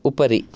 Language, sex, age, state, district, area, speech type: Sanskrit, male, 30-45, Karnataka, Chikkamagaluru, urban, read